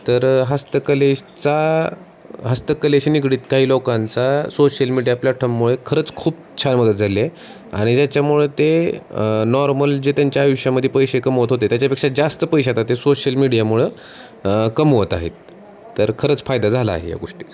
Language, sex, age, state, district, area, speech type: Marathi, male, 30-45, Maharashtra, Osmanabad, rural, spontaneous